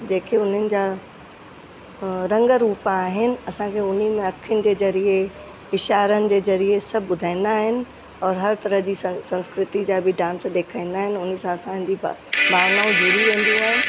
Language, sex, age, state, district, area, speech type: Sindhi, female, 60+, Uttar Pradesh, Lucknow, urban, spontaneous